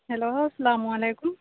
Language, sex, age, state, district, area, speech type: Urdu, female, 18-30, Uttar Pradesh, Aligarh, urban, conversation